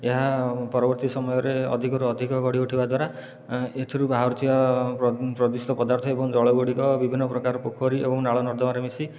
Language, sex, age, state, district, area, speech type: Odia, male, 30-45, Odisha, Khordha, rural, spontaneous